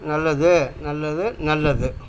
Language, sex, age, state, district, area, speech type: Tamil, male, 45-60, Tamil Nadu, Kallakurichi, rural, spontaneous